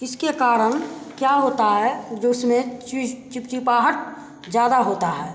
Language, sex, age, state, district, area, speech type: Hindi, female, 45-60, Bihar, Samastipur, rural, spontaneous